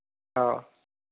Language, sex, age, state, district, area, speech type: Bodo, male, 18-30, Assam, Kokrajhar, rural, conversation